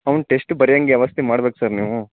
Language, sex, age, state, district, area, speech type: Kannada, male, 30-45, Karnataka, Chamarajanagar, rural, conversation